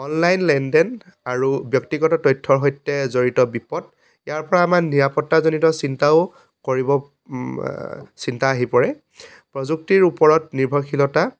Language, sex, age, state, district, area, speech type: Assamese, male, 18-30, Assam, Dhemaji, rural, spontaneous